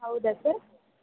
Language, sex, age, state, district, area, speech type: Kannada, female, 45-60, Karnataka, Tumkur, rural, conversation